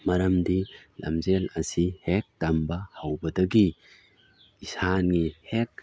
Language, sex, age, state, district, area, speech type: Manipuri, male, 30-45, Manipur, Tengnoupal, rural, spontaneous